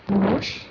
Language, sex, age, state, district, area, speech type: Tamil, female, 18-30, Tamil Nadu, Sivaganga, rural, spontaneous